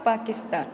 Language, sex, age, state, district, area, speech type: Kannada, female, 18-30, Karnataka, Tumkur, rural, spontaneous